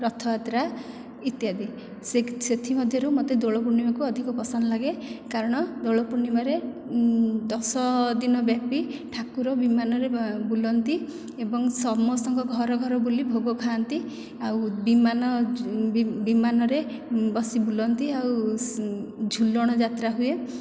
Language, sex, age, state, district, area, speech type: Odia, female, 30-45, Odisha, Dhenkanal, rural, spontaneous